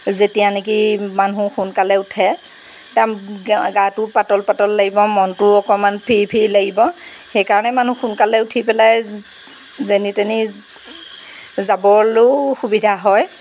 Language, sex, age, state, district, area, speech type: Assamese, female, 45-60, Assam, Golaghat, rural, spontaneous